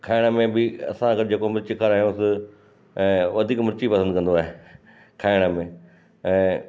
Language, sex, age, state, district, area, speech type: Sindhi, male, 60+, Gujarat, Kutch, rural, spontaneous